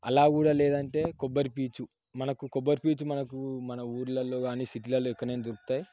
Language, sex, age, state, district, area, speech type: Telugu, male, 18-30, Telangana, Yadadri Bhuvanagiri, urban, spontaneous